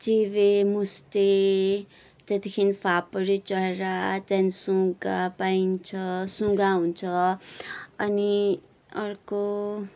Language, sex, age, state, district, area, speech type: Nepali, female, 30-45, West Bengal, Kalimpong, rural, spontaneous